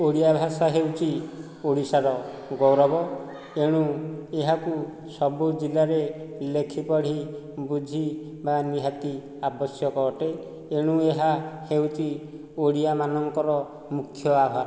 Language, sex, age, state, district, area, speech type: Odia, male, 45-60, Odisha, Nayagarh, rural, spontaneous